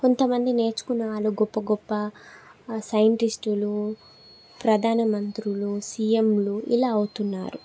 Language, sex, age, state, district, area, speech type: Telugu, female, 18-30, Telangana, Suryapet, urban, spontaneous